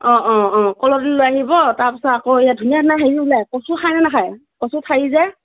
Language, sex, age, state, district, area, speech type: Assamese, female, 30-45, Assam, Morigaon, rural, conversation